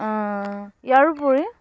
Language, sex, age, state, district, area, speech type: Assamese, female, 18-30, Assam, Dibrugarh, rural, spontaneous